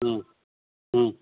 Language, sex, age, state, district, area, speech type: Bengali, male, 60+, West Bengal, Uttar Dinajpur, urban, conversation